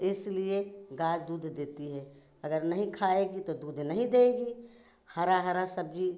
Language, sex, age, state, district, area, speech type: Hindi, female, 60+, Uttar Pradesh, Chandauli, rural, spontaneous